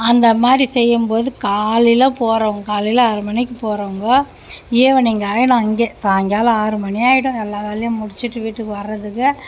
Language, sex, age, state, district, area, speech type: Tamil, female, 60+, Tamil Nadu, Mayiladuthurai, rural, spontaneous